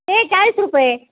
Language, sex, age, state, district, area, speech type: Marathi, female, 60+, Maharashtra, Nanded, urban, conversation